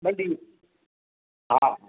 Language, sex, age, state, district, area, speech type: Sindhi, male, 60+, Maharashtra, Mumbai Suburban, urban, conversation